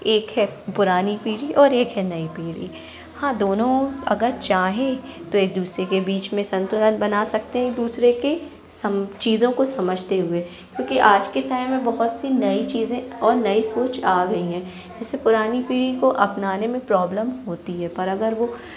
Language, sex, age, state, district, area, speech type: Hindi, female, 18-30, Madhya Pradesh, Jabalpur, urban, spontaneous